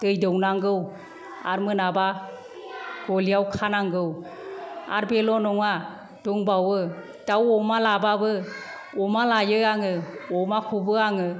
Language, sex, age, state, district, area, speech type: Bodo, female, 45-60, Assam, Kokrajhar, rural, spontaneous